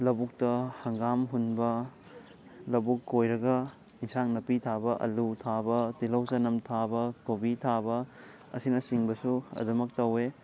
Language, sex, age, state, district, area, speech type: Manipuri, male, 18-30, Manipur, Thoubal, rural, spontaneous